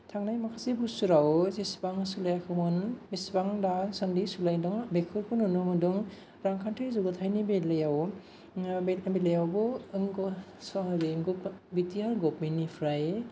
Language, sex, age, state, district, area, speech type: Bodo, male, 30-45, Assam, Kokrajhar, urban, spontaneous